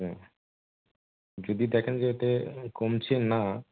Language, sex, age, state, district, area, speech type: Bengali, male, 30-45, West Bengal, South 24 Parganas, rural, conversation